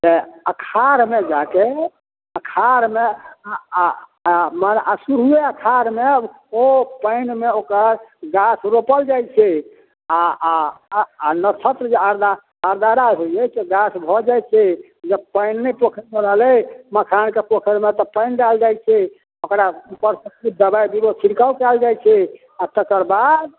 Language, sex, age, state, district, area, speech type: Maithili, male, 60+, Bihar, Madhubani, rural, conversation